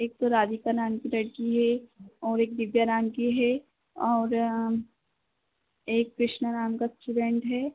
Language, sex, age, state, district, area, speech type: Hindi, female, 30-45, Madhya Pradesh, Harda, urban, conversation